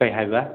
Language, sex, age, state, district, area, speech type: Manipuri, male, 30-45, Manipur, Imphal West, rural, conversation